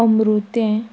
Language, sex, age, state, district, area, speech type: Goan Konkani, female, 45-60, Goa, Quepem, rural, spontaneous